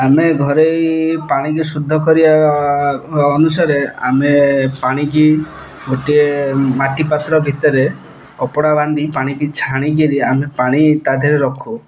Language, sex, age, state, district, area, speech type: Odia, male, 18-30, Odisha, Kendrapara, urban, spontaneous